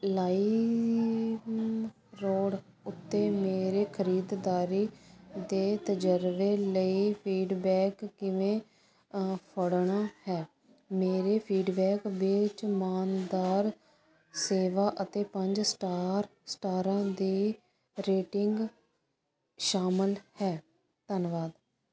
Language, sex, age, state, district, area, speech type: Punjabi, female, 30-45, Punjab, Ludhiana, rural, read